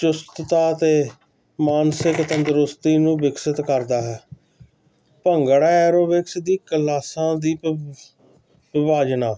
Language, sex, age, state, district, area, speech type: Punjabi, male, 45-60, Punjab, Hoshiarpur, urban, spontaneous